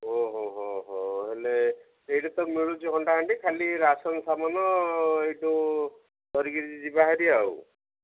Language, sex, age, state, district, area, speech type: Odia, male, 45-60, Odisha, Koraput, rural, conversation